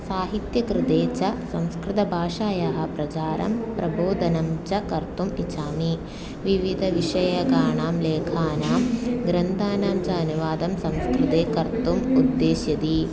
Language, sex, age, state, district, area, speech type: Sanskrit, female, 18-30, Kerala, Thrissur, urban, spontaneous